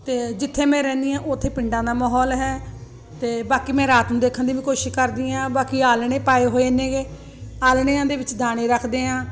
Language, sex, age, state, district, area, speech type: Punjabi, female, 45-60, Punjab, Ludhiana, urban, spontaneous